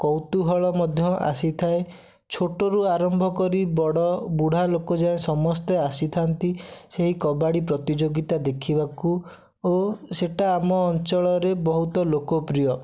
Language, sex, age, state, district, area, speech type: Odia, male, 18-30, Odisha, Bhadrak, rural, spontaneous